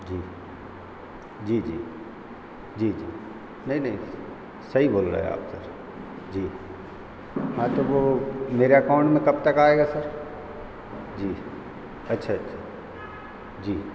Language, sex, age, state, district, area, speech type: Hindi, male, 30-45, Madhya Pradesh, Hoshangabad, rural, spontaneous